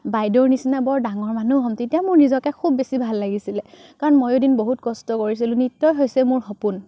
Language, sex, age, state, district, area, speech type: Assamese, female, 30-45, Assam, Biswanath, rural, spontaneous